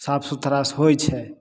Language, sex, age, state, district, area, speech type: Maithili, male, 45-60, Bihar, Begusarai, rural, spontaneous